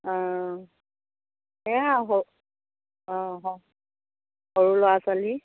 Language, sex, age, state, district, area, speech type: Assamese, female, 30-45, Assam, Lakhimpur, rural, conversation